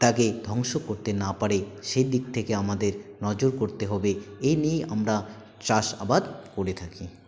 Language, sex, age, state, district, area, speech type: Bengali, male, 18-30, West Bengal, Jalpaiguri, rural, spontaneous